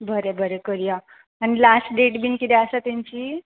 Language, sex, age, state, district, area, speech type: Goan Konkani, female, 18-30, Goa, Ponda, rural, conversation